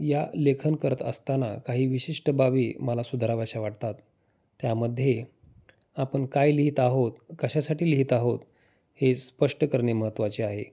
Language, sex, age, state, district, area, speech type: Marathi, male, 30-45, Maharashtra, Osmanabad, rural, spontaneous